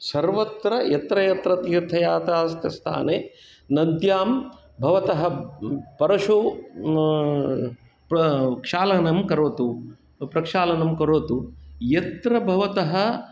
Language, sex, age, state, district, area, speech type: Sanskrit, male, 60+, Karnataka, Shimoga, urban, spontaneous